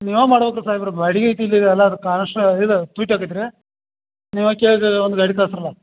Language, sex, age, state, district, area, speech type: Kannada, male, 45-60, Karnataka, Belgaum, rural, conversation